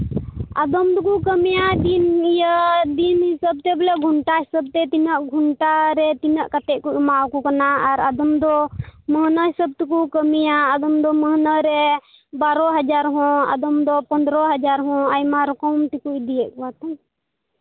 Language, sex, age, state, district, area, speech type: Santali, male, 30-45, Jharkhand, Pakur, rural, conversation